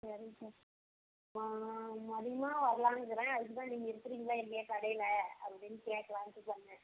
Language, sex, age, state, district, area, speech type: Tamil, female, 30-45, Tamil Nadu, Tirupattur, rural, conversation